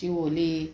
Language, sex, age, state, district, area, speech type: Goan Konkani, female, 45-60, Goa, Murmgao, urban, spontaneous